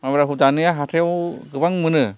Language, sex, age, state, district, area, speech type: Bodo, male, 45-60, Assam, Kokrajhar, rural, spontaneous